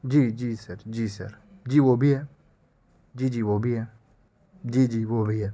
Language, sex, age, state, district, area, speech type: Urdu, male, 18-30, Uttar Pradesh, Muzaffarnagar, urban, spontaneous